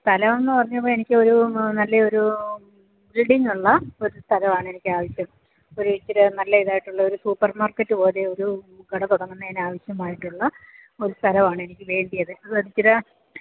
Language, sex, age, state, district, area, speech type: Malayalam, female, 60+, Kerala, Kottayam, rural, conversation